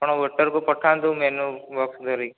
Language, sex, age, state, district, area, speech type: Odia, male, 18-30, Odisha, Jajpur, rural, conversation